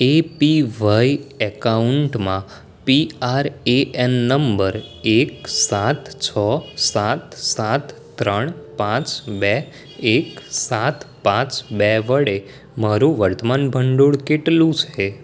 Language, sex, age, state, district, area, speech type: Gujarati, male, 18-30, Gujarat, Anand, urban, read